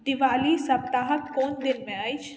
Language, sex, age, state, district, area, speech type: Maithili, female, 60+, Bihar, Madhubani, rural, read